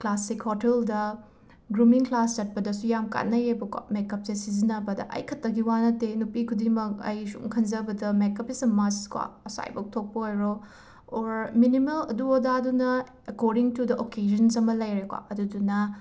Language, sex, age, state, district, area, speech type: Manipuri, female, 18-30, Manipur, Imphal West, rural, spontaneous